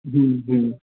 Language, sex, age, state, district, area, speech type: Maithili, male, 18-30, Bihar, Samastipur, rural, conversation